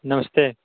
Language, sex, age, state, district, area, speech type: Hindi, male, 30-45, Uttar Pradesh, Bhadohi, rural, conversation